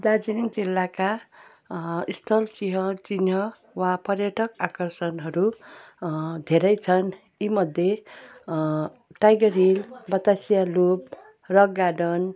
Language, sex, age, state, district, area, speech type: Nepali, female, 45-60, West Bengal, Darjeeling, rural, spontaneous